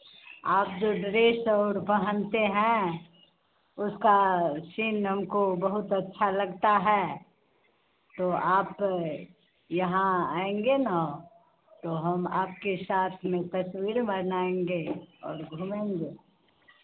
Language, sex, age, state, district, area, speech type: Hindi, female, 45-60, Bihar, Madhepura, rural, conversation